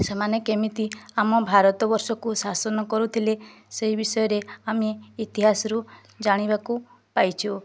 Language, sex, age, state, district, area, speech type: Odia, female, 30-45, Odisha, Mayurbhanj, rural, spontaneous